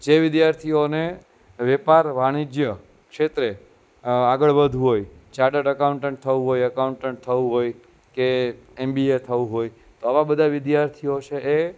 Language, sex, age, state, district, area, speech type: Gujarati, male, 30-45, Gujarat, Junagadh, urban, spontaneous